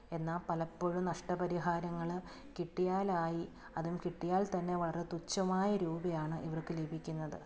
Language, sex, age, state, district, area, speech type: Malayalam, female, 30-45, Kerala, Alappuzha, rural, spontaneous